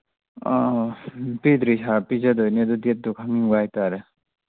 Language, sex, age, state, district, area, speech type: Manipuri, male, 30-45, Manipur, Churachandpur, rural, conversation